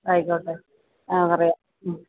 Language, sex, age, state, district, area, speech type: Malayalam, female, 30-45, Kerala, Idukki, rural, conversation